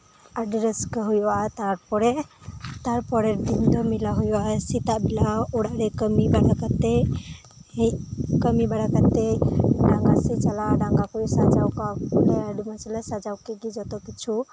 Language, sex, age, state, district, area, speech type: Santali, female, 18-30, West Bengal, Birbhum, rural, spontaneous